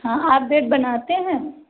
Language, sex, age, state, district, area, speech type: Hindi, female, 30-45, Uttar Pradesh, Ayodhya, rural, conversation